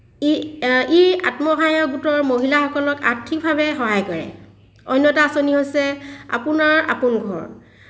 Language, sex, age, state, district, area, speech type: Assamese, female, 45-60, Assam, Lakhimpur, rural, spontaneous